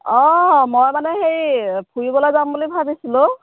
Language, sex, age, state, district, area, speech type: Assamese, female, 45-60, Assam, Dhemaji, rural, conversation